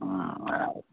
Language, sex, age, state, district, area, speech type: Maithili, male, 30-45, Bihar, Darbhanga, urban, conversation